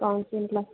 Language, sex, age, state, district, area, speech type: Hindi, female, 45-60, Uttar Pradesh, Hardoi, rural, conversation